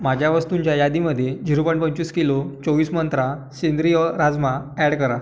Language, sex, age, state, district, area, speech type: Marathi, male, 45-60, Maharashtra, Yavatmal, rural, read